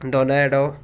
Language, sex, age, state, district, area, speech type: Kannada, male, 18-30, Karnataka, Mysore, rural, spontaneous